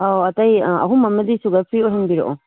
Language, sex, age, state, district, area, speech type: Manipuri, female, 30-45, Manipur, Kangpokpi, urban, conversation